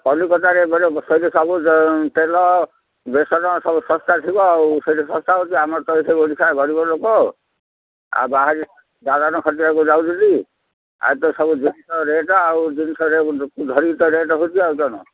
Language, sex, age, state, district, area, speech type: Odia, male, 60+, Odisha, Gajapati, rural, conversation